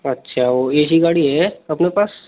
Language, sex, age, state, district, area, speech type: Hindi, male, 18-30, Rajasthan, Karauli, rural, conversation